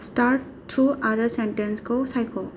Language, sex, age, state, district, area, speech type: Bodo, female, 30-45, Assam, Kokrajhar, rural, read